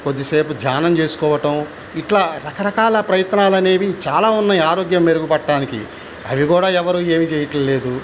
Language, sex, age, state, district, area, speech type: Telugu, male, 60+, Andhra Pradesh, Bapatla, urban, spontaneous